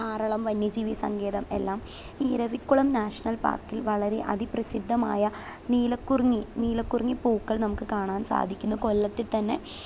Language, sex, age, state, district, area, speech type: Malayalam, female, 18-30, Kerala, Pathanamthitta, urban, spontaneous